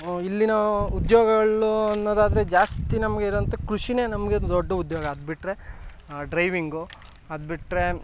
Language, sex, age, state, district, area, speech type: Kannada, male, 18-30, Karnataka, Chamarajanagar, rural, spontaneous